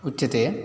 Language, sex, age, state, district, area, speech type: Sanskrit, male, 18-30, Tamil Nadu, Chennai, urban, spontaneous